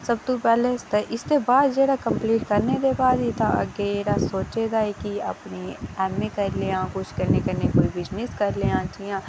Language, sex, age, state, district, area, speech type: Dogri, female, 18-30, Jammu and Kashmir, Reasi, rural, spontaneous